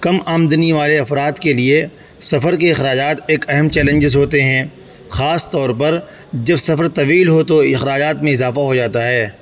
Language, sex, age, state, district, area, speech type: Urdu, male, 18-30, Uttar Pradesh, Saharanpur, urban, spontaneous